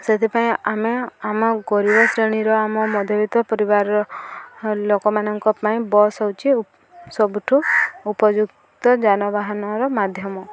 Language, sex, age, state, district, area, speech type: Odia, female, 18-30, Odisha, Subarnapur, rural, spontaneous